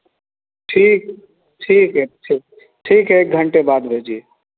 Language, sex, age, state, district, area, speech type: Hindi, male, 18-30, Bihar, Vaishali, rural, conversation